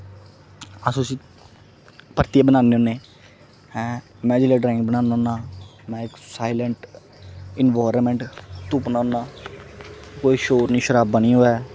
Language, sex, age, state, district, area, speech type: Dogri, male, 18-30, Jammu and Kashmir, Kathua, rural, spontaneous